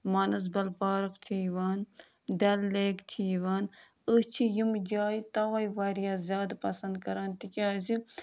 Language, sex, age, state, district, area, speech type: Kashmiri, female, 30-45, Jammu and Kashmir, Budgam, rural, spontaneous